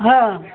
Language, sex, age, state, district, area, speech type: Marathi, male, 60+, Maharashtra, Pune, urban, conversation